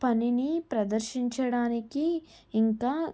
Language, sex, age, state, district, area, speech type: Telugu, female, 18-30, Andhra Pradesh, N T Rama Rao, urban, spontaneous